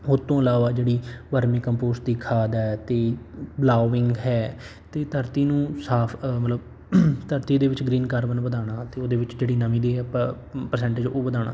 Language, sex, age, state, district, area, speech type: Punjabi, male, 18-30, Punjab, Bathinda, urban, spontaneous